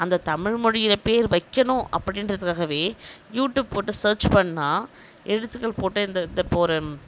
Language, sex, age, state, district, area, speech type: Tamil, female, 30-45, Tamil Nadu, Kallakurichi, rural, spontaneous